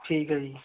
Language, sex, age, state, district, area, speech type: Punjabi, male, 45-60, Punjab, Muktsar, urban, conversation